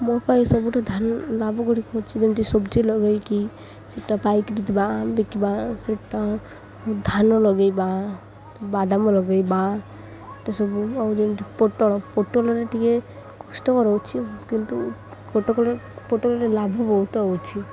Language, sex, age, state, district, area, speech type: Odia, female, 18-30, Odisha, Malkangiri, urban, spontaneous